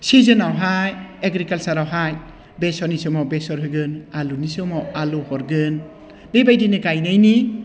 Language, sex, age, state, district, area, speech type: Bodo, male, 45-60, Assam, Udalguri, urban, spontaneous